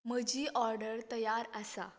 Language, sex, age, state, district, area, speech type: Goan Konkani, female, 18-30, Goa, Canacona, rural, read